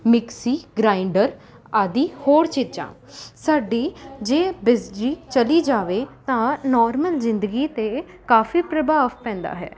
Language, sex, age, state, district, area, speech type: Punjabi, female, 18-30, Punjab, Rupnagar, urban, spontaneous